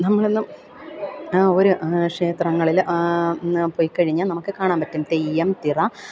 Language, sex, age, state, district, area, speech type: Malayalam, female, 30-45, Kerala, Thiruvananthapuram, urban, spontaneous